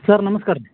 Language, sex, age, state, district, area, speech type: Kannada, male, 45-60, Karnataka, Belgaum, rural, conversation